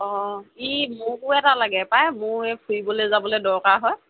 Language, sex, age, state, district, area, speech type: Assamese, female, 18-30, Assam, Sivasagar, rural, conversation